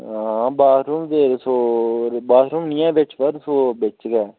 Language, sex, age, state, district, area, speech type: Dogri, male, 18-30, Jammu and Kashmir, Udhampur, rural, conversation